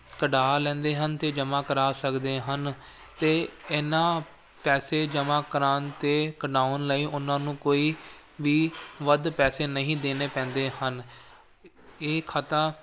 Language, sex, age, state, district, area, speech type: Punjabi, male, 18-30, Punjab, Firozpur, urban, spontaneous